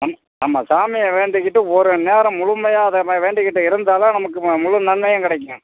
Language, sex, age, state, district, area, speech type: Tamil, male, 60+, Tamil Nadu, Pudukkottai, rural, conversation